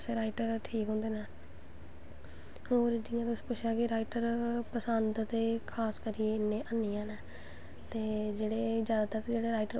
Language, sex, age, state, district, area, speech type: Dogri, female, 18-30, Jammu and Kashmir, Samba, rural, spontaneous